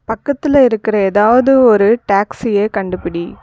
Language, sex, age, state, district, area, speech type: Tamil, female, 45-60, Tamil Nadu, Viluppuram, urban, read